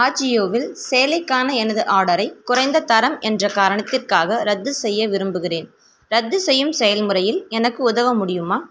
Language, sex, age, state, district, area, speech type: Tamil, female, 30-45, Tamil Nadu, Ranipet, rural, read